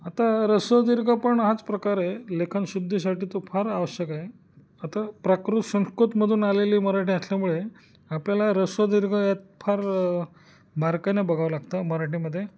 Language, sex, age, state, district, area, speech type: Marathi, male, 45-60, Maharashtra, Nashik, urban, spontaneous